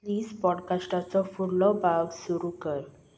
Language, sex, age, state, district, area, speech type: Goan Konkani, female, 18-30, Goa, Salcete, rural, read